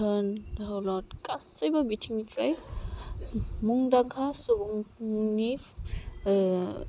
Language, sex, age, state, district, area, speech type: Bodo, female, 18-30, Assam, Udalguri, urban, spontaneous